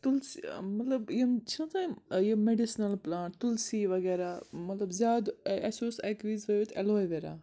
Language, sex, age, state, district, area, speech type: Kashmiri, female, 60+, Jammu and Kashmir, Srinagar, urban, spontaneous